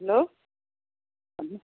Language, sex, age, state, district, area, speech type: Nepali, female, 60+, West Bengal, Kalimpong, rural, conversation